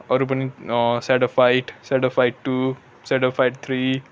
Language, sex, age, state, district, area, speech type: Nepali, male, 18-30, West Bengal, Kalimpong, rural, spontaneous